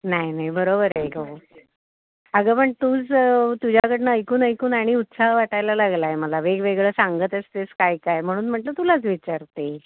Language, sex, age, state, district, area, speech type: Marathi, female, 30-45, Maharashtra, Palghar, urban, conversation